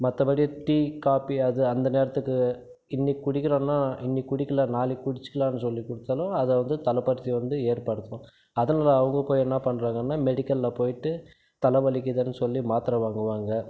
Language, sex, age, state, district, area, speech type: Tamil, male, 30-45, Tamil Nadu, Krishnagiri, rural, spontaneous